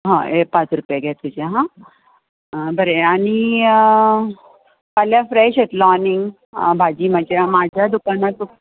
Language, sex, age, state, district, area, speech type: Goan Konkani, female, 45-60, Goa, Bardez, rural, conversation